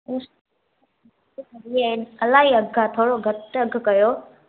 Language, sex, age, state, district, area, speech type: Sindhi, female, 18-30, Gujarat, Junagadh, urban, conversation